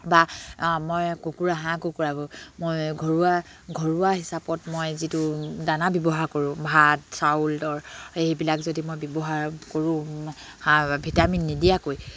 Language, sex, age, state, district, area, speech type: Assamese, female, 45-60, Assam, Dibrugarh, rural, spontaneous